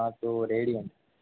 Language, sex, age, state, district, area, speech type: Telugu, male, 18-30, Telangana, Jangaon, urban, conversation